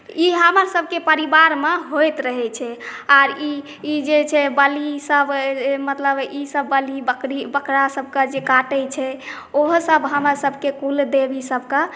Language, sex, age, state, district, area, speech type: Maithili, female, 18-30, Bihar, Saharsa, rural, spontaneous